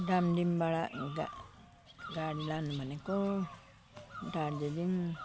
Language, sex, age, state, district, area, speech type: Nepali, female, 60+, West Bengal, Jalpaiguri, urban, spontaneous